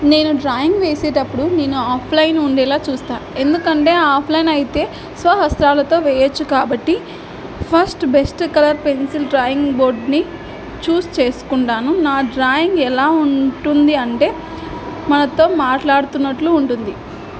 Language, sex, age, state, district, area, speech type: Telugu, female, 18-30, Andhra Pradesh, Nandyal, urban, spontaneous